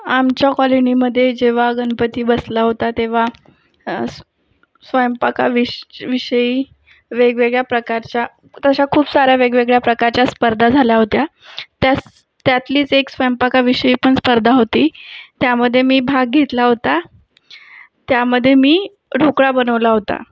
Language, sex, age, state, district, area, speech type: Marathi, female, 18-30, Maharashtra, Buldhana, urban, spontaneous